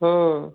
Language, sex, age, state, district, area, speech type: Kannada, female, 60+, Karnataka, Gulbarga, urban, conversation